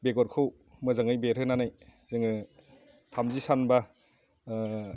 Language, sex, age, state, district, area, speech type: Bodo, male, 30-45, Assam, Udalguri, urban, spontaneous